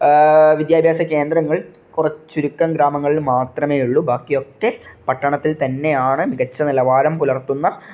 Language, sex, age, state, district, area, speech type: Malayalam, male, 18-30, Kerala, Kannur, rural, spontaneous